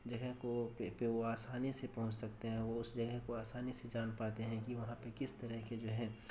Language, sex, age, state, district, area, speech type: Urdu, male, 18-30, Bihar, Darbhanga, rural, spontaneous